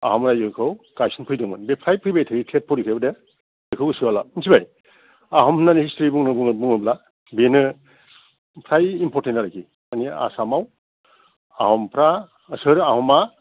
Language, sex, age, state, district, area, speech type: Bodo, male, 60+, Assam, Kokrajhar, rural, conversation